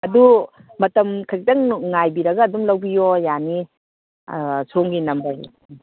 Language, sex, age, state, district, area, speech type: Manipuri, female, 45-60, Manipur, Kakching, rural, conversation